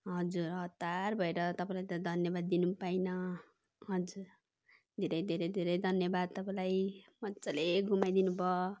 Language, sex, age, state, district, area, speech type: Nepali, female, 45-60, West Bengal, Darjeeling, rural, spontaneous